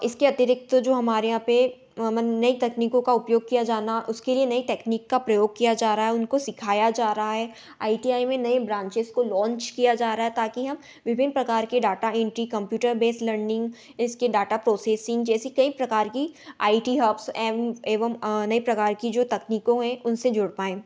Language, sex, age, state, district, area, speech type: Hindi, female, 18-30, Madhya Pradesh, Ujjain, urban, spontaneous